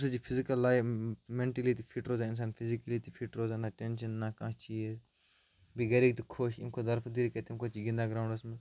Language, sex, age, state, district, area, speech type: Kashmiri, male, 30-45, Jammu and Kashmir, Bandipora, rural, spontaneous